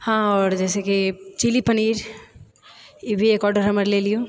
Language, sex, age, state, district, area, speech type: Maithili, female, 30-45, Bihar, Purnia, rural, spontaneous